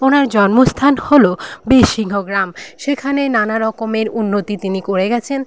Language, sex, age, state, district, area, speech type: Bengali, female, 30-45, West Bengal, Paschim Medinipur, rural, spontaneous